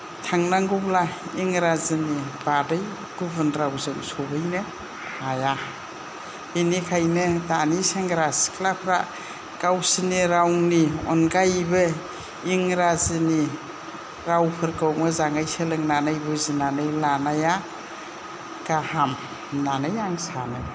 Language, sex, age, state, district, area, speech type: Bodo, female, 60+, Assam, Kokrajhar, rural, spontaneous